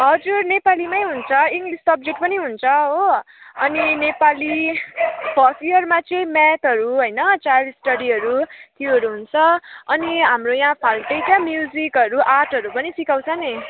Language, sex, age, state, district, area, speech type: Nepali, female, 18-30, West Bengal, Kalimpong, rural, conversation